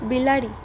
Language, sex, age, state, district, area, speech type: Gujarati, female, 18-30, Gujarat, Surat, urban, read